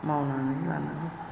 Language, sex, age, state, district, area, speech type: Bodo, female, 60+, Assam, Chirang, rural, spontaneous